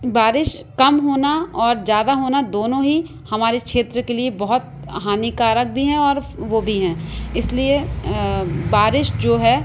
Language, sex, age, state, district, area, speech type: Hindi, female, 18-30, Madhya Pradesh, Katni, urban, spontaneous